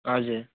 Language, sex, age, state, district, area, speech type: Nepali, male, 18-30, West Bengal, Kalimpong, rural, conversation